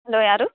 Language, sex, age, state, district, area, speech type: Kannada, female, 18-30, Karnataka, Bagalkot, rural, conversation